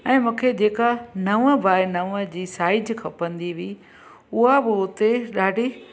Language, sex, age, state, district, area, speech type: Sindhi, female, 45-60, Gujarat, Junagadh, rural, spontaneous